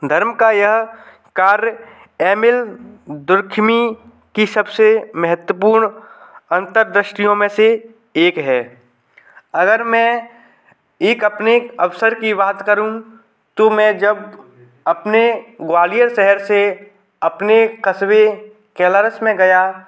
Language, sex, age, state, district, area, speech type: Hindi, male, 18-30, Madhya Pradesh, Gwalior, urban, spontaneous